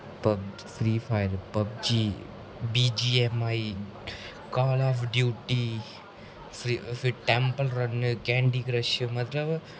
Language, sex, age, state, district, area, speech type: Dogri, male, 18-30, Jammu and Kashmir, Kathua, rural, spontaneous